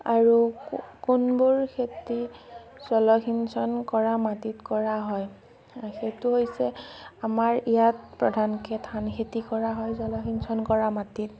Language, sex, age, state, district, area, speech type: Assamese, female, 18-30, Assam, Darrang, rural, spontaneous